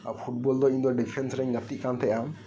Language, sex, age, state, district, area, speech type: Santali, male, 30-45, West Bengal, Birbhum, rural, spontaneous